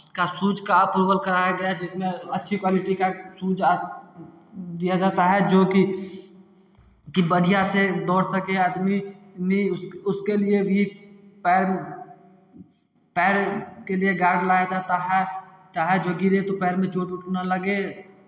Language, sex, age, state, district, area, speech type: Hindi, male, 18-30, Bihar, Samastipur, urban, spontaneous